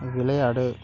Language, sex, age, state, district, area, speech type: Tamil, male, 30-45, Tamil Nadu, Cuddalore, rural, read